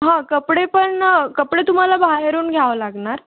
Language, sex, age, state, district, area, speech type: Marathi, female, 18-30, Maharashtra, Yavatmal, urban, conversation